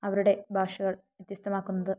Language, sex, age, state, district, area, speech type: Malayalam, female, 18-30, Kerala, Wayanad, rural, spontaneous